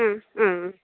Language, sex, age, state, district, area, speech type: Malayalam, female, 30-45, Kerala, Thiruvananthapuram, rural, conversation